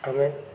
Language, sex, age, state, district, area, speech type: Odia, male, 18-30, Odisha, Subarnapur, urban, spontaneous